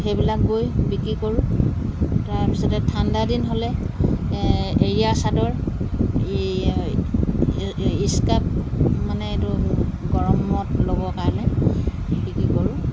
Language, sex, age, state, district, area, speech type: Assamese, female, 60+, Assam, Dibrugarh, rural, spontaneous